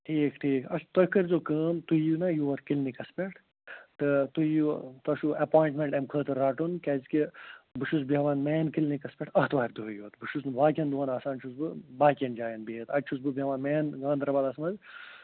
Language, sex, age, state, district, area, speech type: Kashmiri, male, 60+, Jammu and Kashmir, Ganderbal, rural, conversation